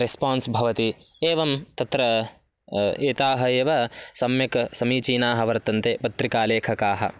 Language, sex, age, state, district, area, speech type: Sanskrit, male, 18-30, Karnataka, Bagalkot, rural, spontaneous